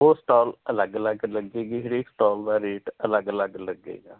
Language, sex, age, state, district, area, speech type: Punjabi, male, 60+, Punjab, Mohali, urban, conversation